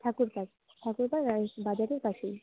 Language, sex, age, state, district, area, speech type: Bengali, female, 18-30, West Bengal, Jalpaiguri, rural, conversation